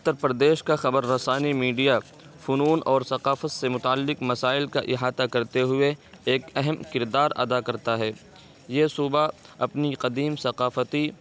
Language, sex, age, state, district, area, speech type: Urdu, male, 18-30, Uttar Pradesh, Saharanpur, urban, spontaneous